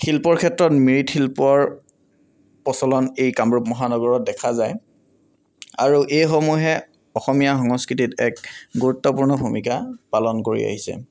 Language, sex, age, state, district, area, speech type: Assamese, male, 18-30, Assam, Kamrup Metropolitan, urban, spontaneous